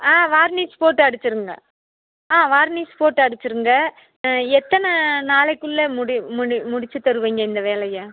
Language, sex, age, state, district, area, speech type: Tamil, female, 60+, Tamil Nadu, Theni, rural, conversation